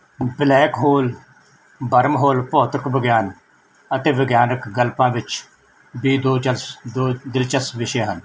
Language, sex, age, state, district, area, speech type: Punjabi, male, 45-60, Punjab, Mansa, rural, spontaneous